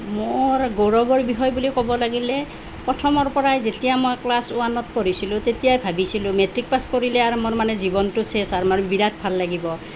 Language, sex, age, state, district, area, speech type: Assamese, female, 45-60, Assam, Nalbari, rural, spontaneous